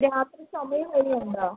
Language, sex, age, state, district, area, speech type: Malayalam, female, 30-45, Kerala, Wayanad, rural, conversation